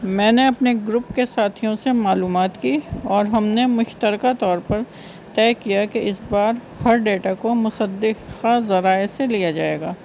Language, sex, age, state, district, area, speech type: Urdu, female, 45-60, Uttar Pradesh, Rampur, urban, spontaneous